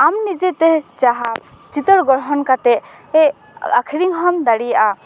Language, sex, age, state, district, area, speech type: Santali, female, 18-30, West Bengal, Paschim Bardhaman, rural, spontaneous